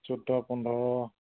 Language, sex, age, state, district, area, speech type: Assamese, male, 45-60, Assam, Charaideo, rural, conversation